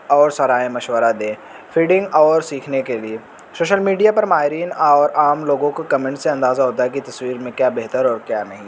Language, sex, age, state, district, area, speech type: Urdu, male, 18-30, Uttar Pradesh, Azamgarh, rural, spontaneous